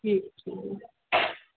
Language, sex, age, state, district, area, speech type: Sindhi, female, 45-60, Uttar Pradesh, Lucknow, urban, conversation